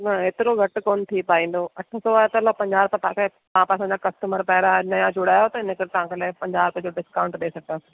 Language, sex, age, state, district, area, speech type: Sindhi, female, 30-45, Delhi, South Delhi, urban, conversation